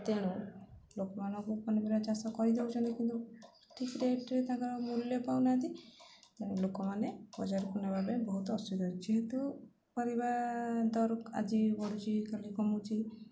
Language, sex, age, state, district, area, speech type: Odia, female, 18-30, Odisha, Jagatsinghpur, rural, spontaneous